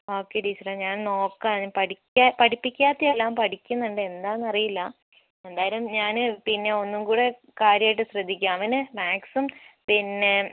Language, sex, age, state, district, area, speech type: Malayalam, female, 18-30, Kerala, Wayanad, rural, conversation